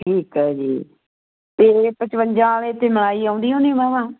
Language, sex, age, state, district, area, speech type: Punjabi, female, 60+, Punjab, Muktsar, urban, conversation